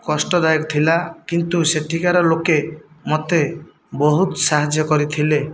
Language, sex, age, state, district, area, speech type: Odia, male, 30-45, Odisha, Jajpur, rural, spontaneous